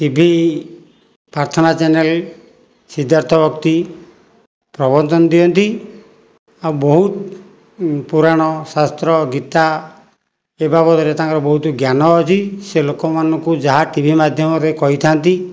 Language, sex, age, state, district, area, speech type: Odia, male, 60+, Odisha, Jajpur, rural, spontaneous